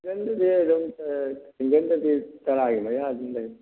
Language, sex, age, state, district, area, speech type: Manipuri, male, 60+, Manipur, Thoubal, rural, conversation